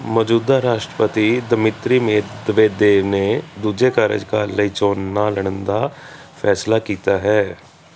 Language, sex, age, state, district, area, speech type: Punjabi, male, 30-45, Punjab, Kapurthala, urban, read